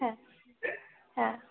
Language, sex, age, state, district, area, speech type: Bengali, female, 45-60, West Bengal, Purulia, urban, conversation